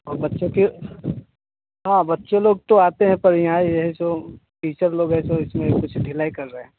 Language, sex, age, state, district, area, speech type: Hindi, male, 18-30, Bihar, Samastipur, urban, conversation